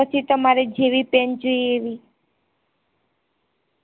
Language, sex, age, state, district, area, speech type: Gujarati, female, 18-30, Gujarat, Ahmedabad, urban, conversation